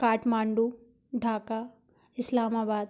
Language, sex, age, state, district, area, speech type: Hindi, female, 18-30, Madhya Pradesh, Gwalior, rural, spontaneous